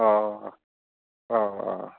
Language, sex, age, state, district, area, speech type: Bodo, male, 30-45, Assam, Kokrajhar, rural, conversation